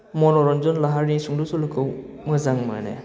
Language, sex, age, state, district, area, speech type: Bodo, male, 30-45, Assam, Baksa, urban, spontaneous